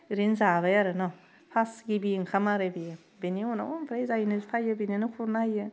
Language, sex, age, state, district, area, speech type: Bodo, female, 30-45, Assam, Udalguri, urban, spontaneous